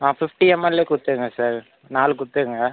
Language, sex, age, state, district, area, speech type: Tamil, male, 30-45, Tamil Nadu, Viluppuram, rural, conversation